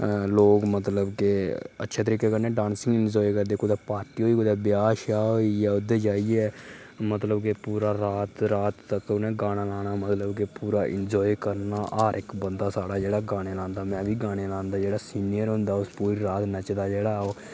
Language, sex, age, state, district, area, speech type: Dogri, male, 30-45, Jammu and Kashmir, Udhampur, rural, spontaneous